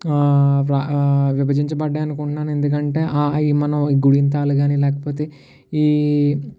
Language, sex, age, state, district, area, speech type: Telugu, male, 45-60, Andhra Pradesh, Kakinada, rural, spontaneous